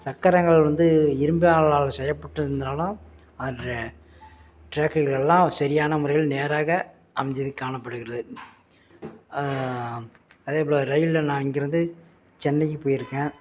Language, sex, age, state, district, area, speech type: Tamil, male, 45-60, Tamil Nadu, Perambalur, urban, spontaneous